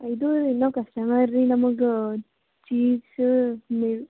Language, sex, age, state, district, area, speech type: Kannada, female, 18-30, Karnataka, Gulbarga, rural, conversation